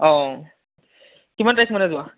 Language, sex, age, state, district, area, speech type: Assamese, male, 18-30, Assam, Biswanath, rural, conversation